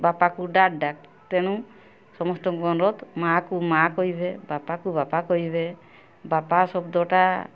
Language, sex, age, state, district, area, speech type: Odia, female, 45-60, Odisha, Mayurbhanj, rural, spontaneous